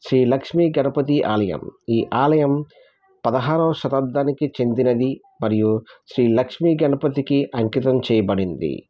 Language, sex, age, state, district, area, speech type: Telugu, male, 30-45, Andhra Pradesh, East Godavari, rural, spontaneous